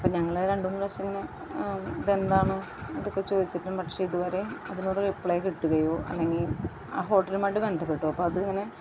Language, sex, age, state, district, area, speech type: Malayalam, female, 30-45, Kerala, Ernakulam, rural, spontaneous